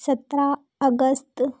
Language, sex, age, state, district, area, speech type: Hindi, female, 30-45, Madhya Pradesh, Ujjain, urban, spontaneous